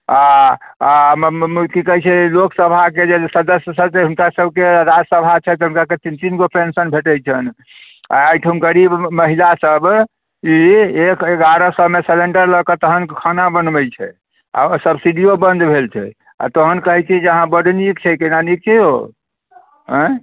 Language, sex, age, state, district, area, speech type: Maithili, male, 60+, Bihar, Muzaffarpur, urban, conversation